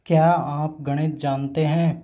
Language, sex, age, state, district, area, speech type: Hindi, male, 45-60, Rajasthan, Karauli, rural, read